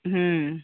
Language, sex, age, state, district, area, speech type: Santali, female, 18-30, West Bengal, Birbhum, rural, conversation